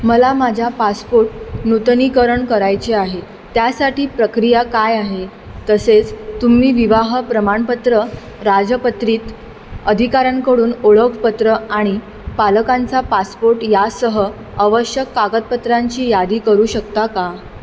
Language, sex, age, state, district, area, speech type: Marathi, female, 30-45, Maharashtra, Mumbai Suburban, urban, read